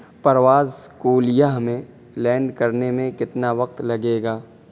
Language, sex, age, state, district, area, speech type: Urdu, male, 18-30, Uttar Pradesh, Saharanpur, urban, read